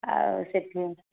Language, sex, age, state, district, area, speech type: Odia, female, 30-45, Odisha, Nayagarh, rural, conversation